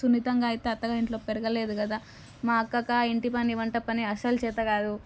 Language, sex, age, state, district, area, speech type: Telugu, female, 18-30, Telangana, Nalgonda, urban, spontaneous